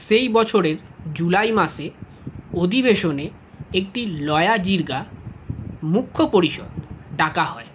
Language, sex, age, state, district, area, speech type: Bengali, male, 45-60, West Bengal, Paschim Bardhaman, urban, read